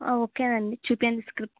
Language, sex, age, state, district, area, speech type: Telugu, female, 18-30, Andhra Pradesh, Annamaya, rural, conversation